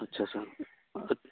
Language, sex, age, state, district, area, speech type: Punjabi, male, 18-30, Punjab, Fazilka, rural, conversation